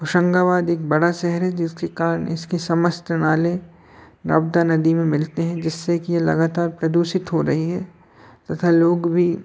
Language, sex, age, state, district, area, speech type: Hindi, male, 30-45, Madhya Pradesh, Hoshangabad, urban, spontaneous